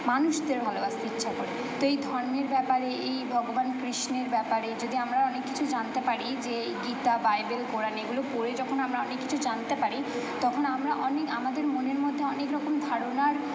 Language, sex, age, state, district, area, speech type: Bengali, female, 45-60, West Bengal, Purba Bardhaman, urban, spontaneous